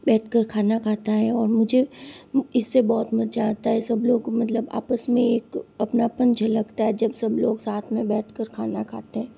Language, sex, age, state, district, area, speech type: Hindi, female, 60+, Rajasthan, Jodhpur, urban, spontaneous